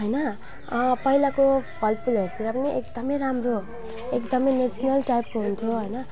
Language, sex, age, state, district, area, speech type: Nepali, female, 18-30, West Bengal, Alipurduar, rural, spontaneous